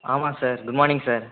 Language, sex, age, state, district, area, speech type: Tamil, male, 18-30, Tamil Nadu, Tiruchirappalli, rural, conversation